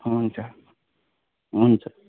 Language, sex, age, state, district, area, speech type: Nepali, male, 18-30, West Bengal, Kalimpong, rural, conversation